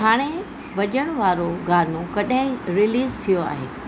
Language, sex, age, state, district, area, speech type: Sindhi, female, 45-60, Maharashtra, Mumbai Suburban, urban, read